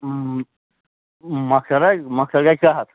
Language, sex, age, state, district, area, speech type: Kashmiri, male, 30-45, Jammu and Kashmir, Ganderbal, rural, conversation